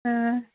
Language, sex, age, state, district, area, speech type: Malayalam, female, 45-60, Kerala, Thiruvananthapuram, urban, conversation